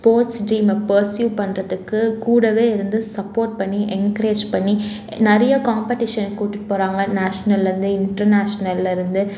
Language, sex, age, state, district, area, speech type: Tamil, female, 18-30, Tamil Nadu, Salem, urban, spontaneous